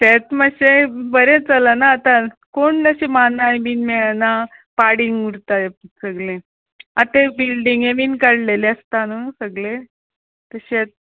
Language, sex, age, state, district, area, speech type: Goan Konkani, female, 45-60, Goa, Murmgao, rural, conversation